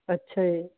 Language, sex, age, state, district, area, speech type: Punjabi, female, 45-60, Punjab, Fatehgarh Sahib, urban, conversation